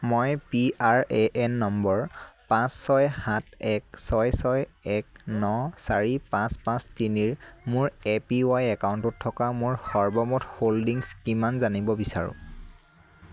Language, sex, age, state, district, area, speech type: Assamese, male, 18-30, Assam, Dibrugarh, rural, read